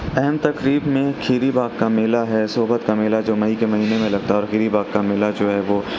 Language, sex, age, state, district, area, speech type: Urdu, male, 18-30, Uttar Pradesh, Mau, urban, spontaneous